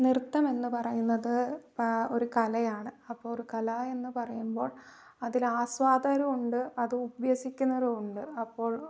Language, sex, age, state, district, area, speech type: Malayalam, female, 18-30, Kerala, Wayanad, rural, spontaneous